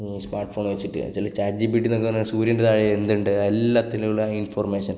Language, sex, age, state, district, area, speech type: Malayalam, male, 18-30, Kerala, Kasaragod, rural, spontaneous